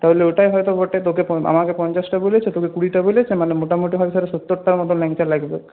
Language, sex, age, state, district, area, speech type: Bengali, male, 30-45, West Bengal, Purulia, urban, conversation